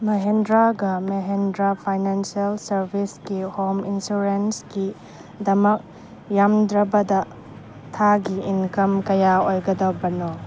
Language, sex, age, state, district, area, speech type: Manipuri, female, 30-45, Manipur, Chandel, rural, read